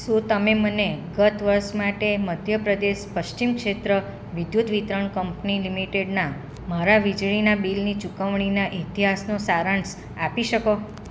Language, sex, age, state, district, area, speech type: Gujarati, female, 45-60, Gujarat, Surat, urban, read